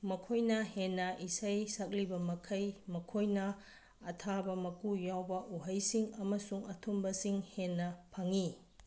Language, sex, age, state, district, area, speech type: Manipuri, female, 30-45, Manipur, Bishnupur, rural, read